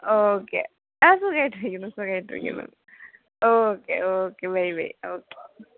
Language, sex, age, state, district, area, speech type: Malayalam, male, 45-60, Kerala, Pathanamthitta, rural, conversation